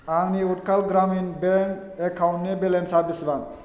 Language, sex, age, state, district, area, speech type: Bodo, male, 30-45, Assam, Chirang, urban, read